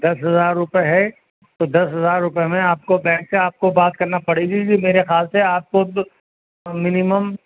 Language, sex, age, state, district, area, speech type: Urdu, male, 45-60, Uttar Pradesh, Rampur, urban, conversation